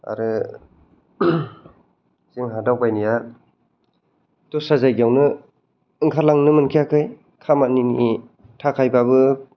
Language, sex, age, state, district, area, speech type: Bodo, male, 18-30, Assam, Kokrajhar, urban, spontaneous